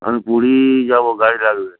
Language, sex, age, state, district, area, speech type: Bengali, male, 45-60, West Bengal, Hooghly, rural, conversation